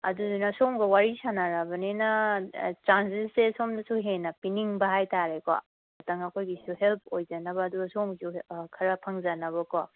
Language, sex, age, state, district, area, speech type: Manipuri, female, 30-45, Manipur, Kangpokpi, urban, conversation